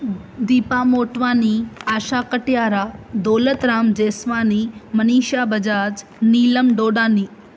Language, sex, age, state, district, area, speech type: Sindhi, female, 18-30, Madhya Pradesh, Katni, rural, spontaneous